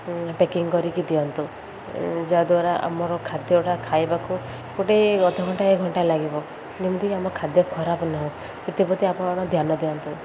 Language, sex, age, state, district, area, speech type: Odia, female, 18-30, Odisha, Ganjam, urban, spontaneous